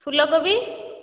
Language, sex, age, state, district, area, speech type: Odia, female, 30-45, Odisha, Nayagarh, rural, conversation